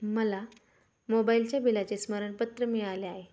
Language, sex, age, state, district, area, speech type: Marathi, female, 18-30, Maharashtra, Satara, urban, spontaneous